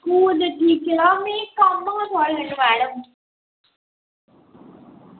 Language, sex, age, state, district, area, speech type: Dogri, female, 60+, Jammu and Kashmir, Udhampur, rural, conversation